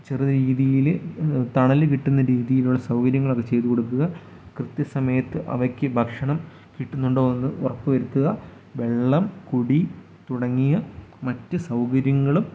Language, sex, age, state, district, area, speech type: Malayalam, male, 18-30, Kerala, Kottayam, rural, spontaneous